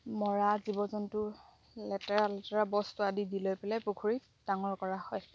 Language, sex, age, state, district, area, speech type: Assamese, female, 30-45, Assam, Golaghat, urban, spontaneous